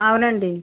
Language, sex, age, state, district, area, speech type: Telugu, female, 60+, Andhra Pradesh, West Godavari, rural, conversation